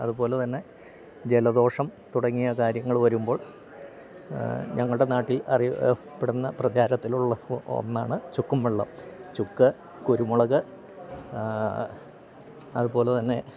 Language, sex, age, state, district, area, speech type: Malayalam, male, 60+, Kerala, Idukki, rural, spontaneous